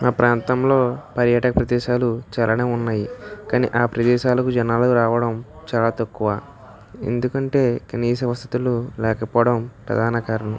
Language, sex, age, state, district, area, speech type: Telugu, male, 18-30, Andhra Pradesh, West Godavari, rural, spontaneous